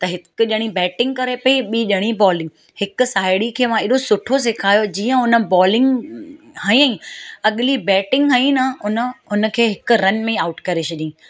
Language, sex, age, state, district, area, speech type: Sindhi, female, 30-45, Gujarat, Surat, urban, spontaneous